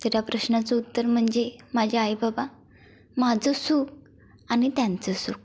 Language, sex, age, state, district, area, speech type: Marathi, female, 18-30, Maharashtra, Kolhapur, rural, spontaneous